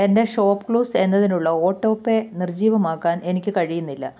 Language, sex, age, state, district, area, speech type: Malayalam, female, 45-60, Kerala, Pathanamthitta, rural, read